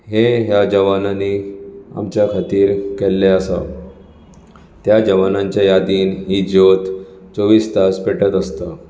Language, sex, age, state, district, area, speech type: Goan Konkani, male, 30-45, Goa, Bardez, urban, spontaneous